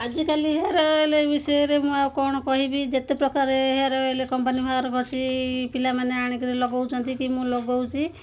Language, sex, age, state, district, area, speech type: Odia, female, 45-60, Odisha, Koraput, urban, spontaneous